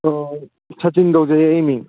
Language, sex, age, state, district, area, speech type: Manipuri, male, 18-30, Manipur, Kangpokpi, urban, conversation